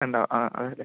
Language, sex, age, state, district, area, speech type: Malayalam, male, 18-30, Kerala, Palakkad, urban, conversation